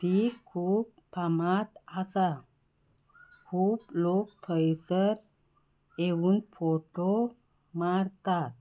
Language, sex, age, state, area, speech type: Goan Konkani, female, 45-60, Goa, rural, spontaneous